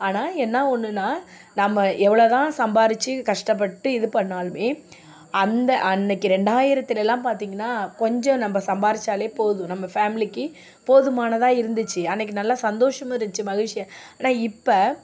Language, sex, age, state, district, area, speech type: Tamil, female, 45-60, Tamil Nadu, Nagapattinam, urban, spontaneous